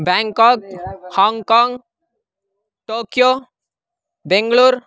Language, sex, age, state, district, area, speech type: Sanskrit, male, 18-30, Karnataka, Mysore, urban, spontaneous